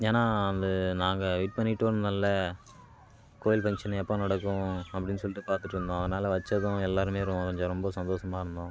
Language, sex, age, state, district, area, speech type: Tamil, male, 18-30, Tamil Nadu, Kallakurichi, urban, spontaneous